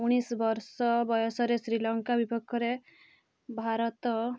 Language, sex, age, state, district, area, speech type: Odia, female, 18-30, Odisha, Mayurbhanj, rural, spontaneous